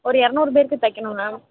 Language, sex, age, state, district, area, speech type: Tamil, female, 18-30, Tamil Nadu, Vellore, urban, conversation